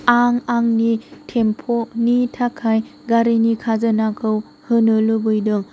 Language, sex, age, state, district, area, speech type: Bodo, female, 18-30, Assam, Kokrajhar, rural, read